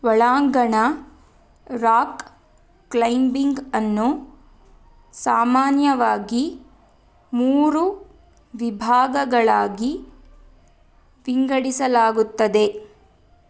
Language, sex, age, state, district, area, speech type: Kannada, female, 18-30, Karnataka, Tumkur, rural, read